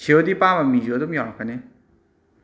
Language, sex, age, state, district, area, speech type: Manipuri, male, 30-45, Manipur, Kakching, rural, spontaneous